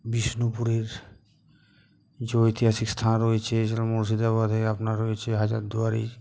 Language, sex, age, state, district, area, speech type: Bengali, male, 45-60, West Bengal, Uttar Dinajpur, urban, spontaneous